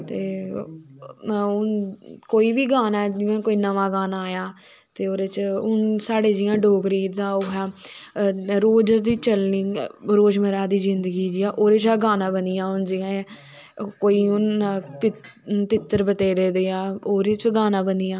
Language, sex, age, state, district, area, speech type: Dogri, female, 18-30, Jammu and Kashmir, Samba, rural, spontaneous